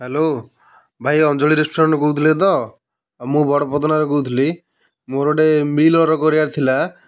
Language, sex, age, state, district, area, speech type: Odia, male, 30-45, Odisha, Kendujhar, urban, spontaneous